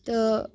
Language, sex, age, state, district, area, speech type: Kashmiri, female, 18-30, Jammu and Kashmir, Baramulla, rural, spontaneous